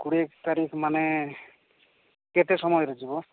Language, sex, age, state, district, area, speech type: Odia, male, 45-60, Odisha, Nabarangpur, rural, conversation